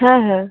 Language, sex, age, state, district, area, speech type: Bengali, female, 18-30, West Bengal, Dakshin Dinajpur, urban, conversation